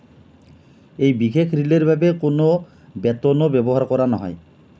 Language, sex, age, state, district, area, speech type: Assamese, male, 45-60, Assam, Nalbari, rural, read